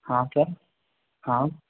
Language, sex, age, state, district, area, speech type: Hindi, male, 45-60, Madhya Pradesh, Balaghat, rural, conversation